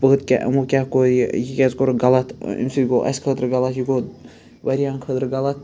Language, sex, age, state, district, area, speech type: Kashmiri, male, 30-45, Jammu and Kashmir, Srinagar, urban, spontaneous